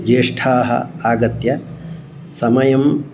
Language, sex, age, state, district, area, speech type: Sanskrit, male, 60+, Karnataka, Bangalore Urban, urban, spontaneous